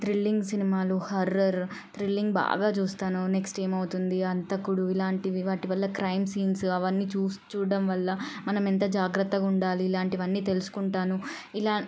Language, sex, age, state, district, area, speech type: Telugu, female, 18-30, Telangana, Siddipet, urban, spontaneous